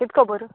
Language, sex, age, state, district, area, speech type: Goan Konkani, female, 30-45, Goa, Canacona, rural, conversation